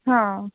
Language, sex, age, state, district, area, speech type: Odia, female, 18-30, Odisha, Koraput, urban, conversation